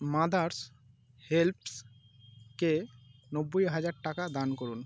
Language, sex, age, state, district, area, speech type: Bengali, male, 30-45, West Bengal, North 24 Parganas, urban, read